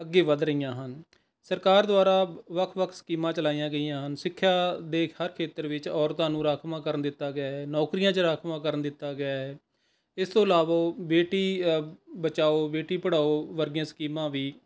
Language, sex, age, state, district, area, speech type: Punjabi, male, 45-60, Punjab, Rupnagar, urban, spontaneous